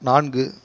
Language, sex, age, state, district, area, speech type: Tamil, male, 18-30, Tamil Nadu, Kallakurichi, rural, read